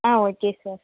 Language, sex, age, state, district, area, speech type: Tamil, female, 45-60, Tamil Nadu, Mayiladuthurai, rural, conversation